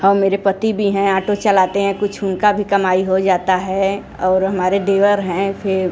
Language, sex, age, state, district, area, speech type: Hindi, female, 45-60, Uttar Pradesh, Mirzapur, rural, spontaneous